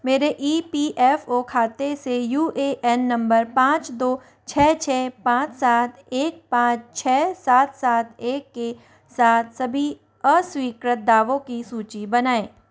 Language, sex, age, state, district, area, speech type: Hindi, female, 30-45, Rajasthan, Jaipur, urban, read